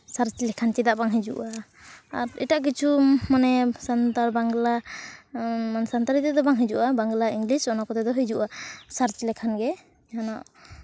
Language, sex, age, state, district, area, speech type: Santali, female, 18-30, West Bengal, Purulia, rural, spontaneous